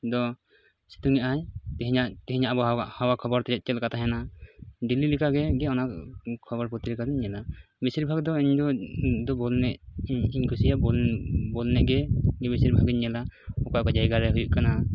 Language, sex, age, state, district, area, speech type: Santali, male, 30-45, West Bengal, Purulia, rural, spontaneous